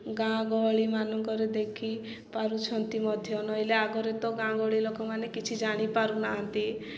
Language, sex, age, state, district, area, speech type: Odia, female, 18-30, Odisha, Koraput, urban, spontaneous